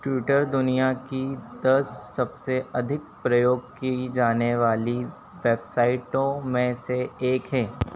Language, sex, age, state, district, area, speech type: Hindi, male, 30-45, Madhya Pradesh, Harda, urban, read